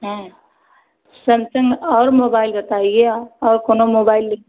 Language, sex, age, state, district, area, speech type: Hindi, female, 30-45, Uttar Pradesh, Ayodhya, rural, conversation